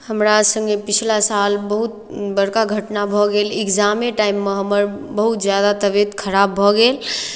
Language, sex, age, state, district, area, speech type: Maithili, female, 18-30, Bihar, Darbhanga, rural, spontaneous